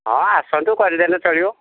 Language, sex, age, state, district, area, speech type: Odia, male, 45-60, Odisha, Angul, rural, conversation